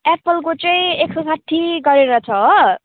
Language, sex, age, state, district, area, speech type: Nepali, female, 18-30, West Bengal, Jalpaiguri, urban, conversation